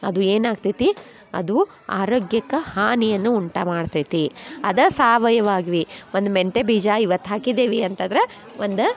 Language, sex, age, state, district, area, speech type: Kannada, female, 30-45, Karnataka, Dharwad, urban, spontaneous